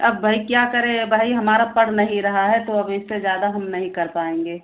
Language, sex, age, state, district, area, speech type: Hindi, female, 60+, Uttar Pradesh, Ayodhya, rural, conversation